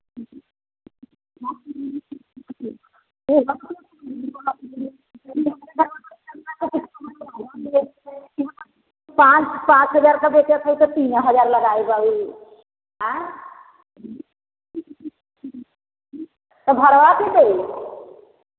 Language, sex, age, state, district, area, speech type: Hindi, female, 60+, Uttar Pradesh, Varanasi, rural, conversation